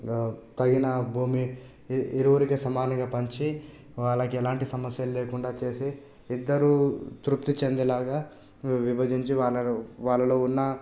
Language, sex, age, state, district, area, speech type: Telugu, male, 30-45, Telangana, Hyderabad, rural, spontaneous